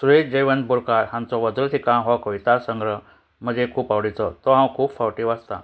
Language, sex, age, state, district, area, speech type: Goan Konkani, male, 60+, Goa, Ponda, rural, spontaneous